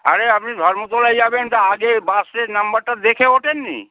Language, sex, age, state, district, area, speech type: Bengali, male, 60+, West Bengal, Darjeeling, rural, conversation